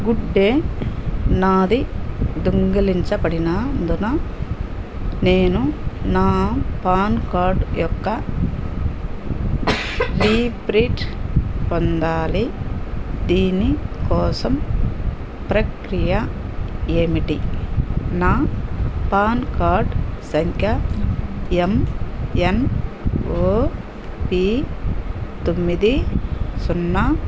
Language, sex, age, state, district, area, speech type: Telugu, female, 60+, Andhra Pradesh, Nellore, rural, read